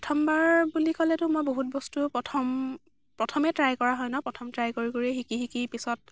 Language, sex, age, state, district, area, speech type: Assamese, female, 18-30, Assam, Dibrugarh, rural, spontaneous